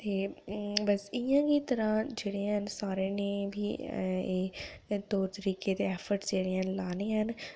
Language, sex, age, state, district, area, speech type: Dogri, female, 18-30, Jammu and Kashmir, Udhampur, rural, spontaneous